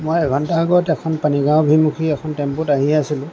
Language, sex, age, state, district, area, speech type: Assamese, male, 45-60, Assam, Lakhimpur, rural, spontaneous